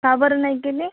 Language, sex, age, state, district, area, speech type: Marathi, female, 18-30, Maharashtra, Wardha, rural, conversation